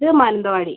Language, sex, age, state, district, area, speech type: Malayalam, female, 18-30, Kerala, Wayanad, rural, conversation